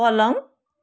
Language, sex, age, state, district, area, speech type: Nepali, female, 60+, West Bengal, Kalimpong, rural, read